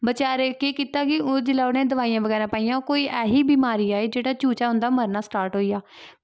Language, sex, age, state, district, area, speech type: Dogri, female, 18-30, Jammu and Kashmir, Kathua, rural, spontaneous